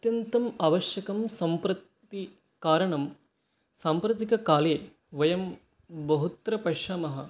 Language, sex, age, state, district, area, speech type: Sanskrit, male, 18-30, West Bengal, Alipurduar, rural, spontaneous